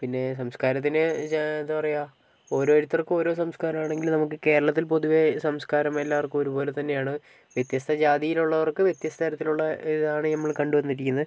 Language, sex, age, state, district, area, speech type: Malayalam, male, 18-30, Kerala, Wayanad, rural, spontaneous